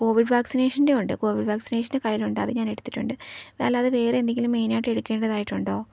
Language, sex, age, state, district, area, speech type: Malayalam, female, 18-30, Kerala, Palakkad, rural, spontaneous